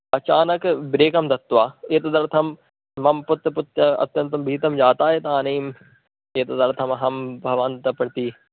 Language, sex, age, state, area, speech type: Sanskrit, male, 18-30, Madhya Pradesh, urban, conversation